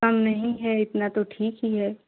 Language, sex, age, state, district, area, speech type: Hindi, female, 18-30, Uttar Pradesh, Jaunpur, urban, conversation